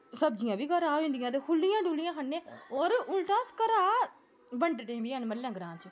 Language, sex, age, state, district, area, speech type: Dogri, female, 30-45, Jammu and Kashmir, Udhampur, urban, spontaneous